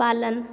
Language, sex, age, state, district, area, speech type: Hindi, female, 18-30, Bihar, Vaishali, rural, read